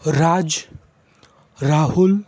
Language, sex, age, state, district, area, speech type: Gujarati, female, 18-30, Gujarat, Ahmedabad, urban, spontaneous